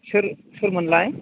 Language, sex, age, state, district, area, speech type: Bodo, male, 45-60, Assam, Udalguri, rural, conversation